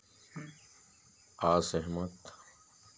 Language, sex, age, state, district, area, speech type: Hindi, male, 60+, Madhya Pradesh, Seoni, urban, read